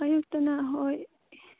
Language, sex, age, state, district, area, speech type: Manipuri, female, 30-45, Manipur, Kangpokpi, rural, conversation